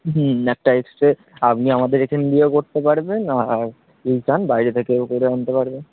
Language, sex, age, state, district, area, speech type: Bengali, male, 18-30, West Bengal, Darjeeling, urban, conversation